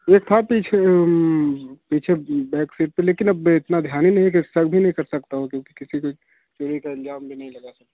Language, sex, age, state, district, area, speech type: Hindi, male, 18-30, Uttar Pradesh, Jaunpur, urban, conversation